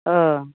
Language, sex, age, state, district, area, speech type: Bodo, female, 45-60, Assam, Baksa, rural, conversation